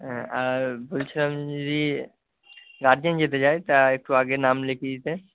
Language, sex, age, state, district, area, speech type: Bengali, male, 45-60, West Bengal, Purba Bardhaman, rural, conversation